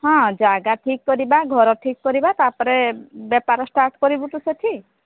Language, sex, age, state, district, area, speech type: Odia, female, 30-45, Odisha, Sambalpur, rural, conversation